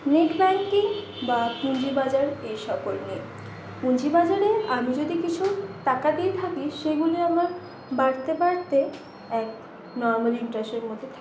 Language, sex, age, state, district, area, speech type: Bengali, female, 30-45, West Bengal, Paschim Bardhaman, urban, spontaneous